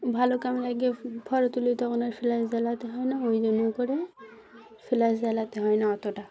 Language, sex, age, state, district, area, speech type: Bengali, female, 18-30, West Bengal, Dakshin Dinajpur, urban, spontaneous